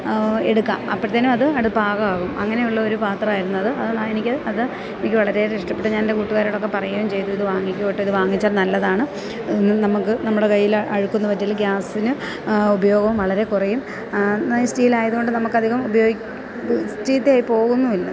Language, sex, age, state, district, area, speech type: Malayalam, female, 45-60, Kerala, Kottayam, rural, spontaneous